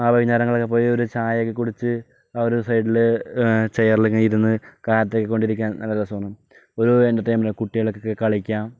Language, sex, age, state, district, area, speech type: Malayalam, male, 18-30, Kerala, Palakkad, rural, spontaneous